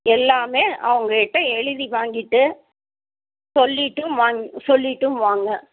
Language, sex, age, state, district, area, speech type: Tamil, female, 45-60, Tamil Nadu, Tiruppur, rural, conversation